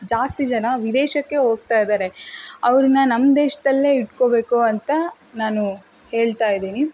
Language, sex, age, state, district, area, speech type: Kannada, female, 18-30, Karnataka, Davanagere, rural, spontaneous